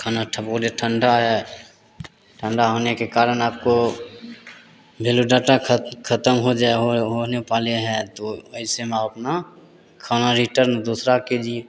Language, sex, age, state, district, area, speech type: Hindi, male, 30-45, Bihar, Begusarai, rural, spontaneous